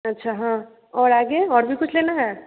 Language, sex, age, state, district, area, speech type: Hindi, female, 18-30, Bihar, Muzaffarpur, urban, conversation